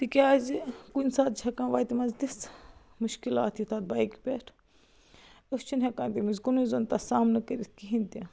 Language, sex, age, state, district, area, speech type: Kashmiri, female, 45-60, Jammu and Kashmir, Baramulla, rural, spontaneous